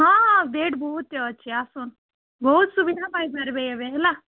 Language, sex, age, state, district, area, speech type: Odia, female, 60+, Odisha, Boudh, rural, conversation